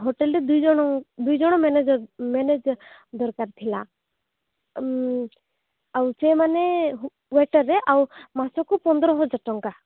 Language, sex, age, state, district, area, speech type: Odia, female, 45-60, Odisha, Nabarangpur, rural, conversation